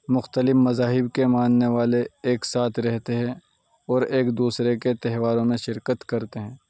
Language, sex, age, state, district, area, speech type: Urdu, male, 30-45, Uttar Pradesh, Saharanpur, urban, spontaneous